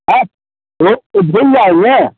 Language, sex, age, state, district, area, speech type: Hindi, male, 60+, Bihar, Muzaffarpur, rural, conversation